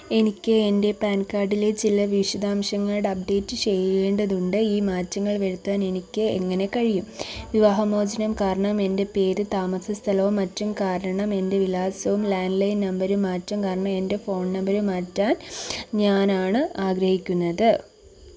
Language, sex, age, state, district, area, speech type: Malayalam, female, 18-30, Kerala, Kollam, rural, read